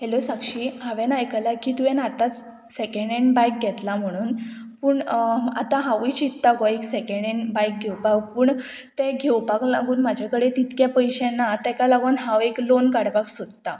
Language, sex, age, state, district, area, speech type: Goan Konkani, female, 18-30, Goa, Murmgao, urban, spontaneous